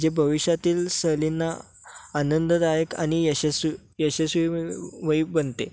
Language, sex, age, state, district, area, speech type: Marathi, male, 18-30, Maharashtra, Sangli, urban, spontaneous